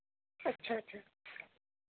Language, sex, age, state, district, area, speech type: Assamese, female, 18-30, Assam, Kamrup Metropolitan, urban, conversation